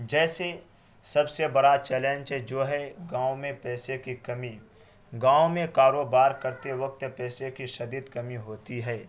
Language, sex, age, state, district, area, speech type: Urdu, male, 18-30, Bihar, Araria, rural, spontaneous